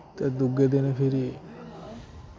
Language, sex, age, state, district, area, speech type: Dogri, male, 18-30, Jammu and Kashmir, Kathua, rural, spontaneous